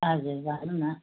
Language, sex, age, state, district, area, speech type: Nepali, female, 30-45, West Bengal, Darjeeling, rural, conversation